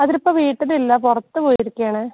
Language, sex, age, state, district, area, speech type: Malayalam, female, 18-30, Kerala, Malappuram, rural, conversation